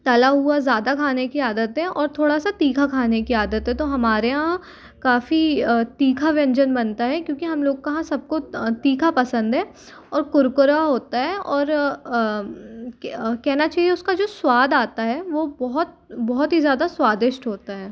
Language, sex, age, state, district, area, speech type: Hindi, female, 18-30, Madhya Pradesh, Jabalpur, urban, spontaneous